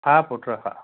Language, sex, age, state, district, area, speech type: Sindhi, male, 30-45, Gujarat, Kutch, rural, conversation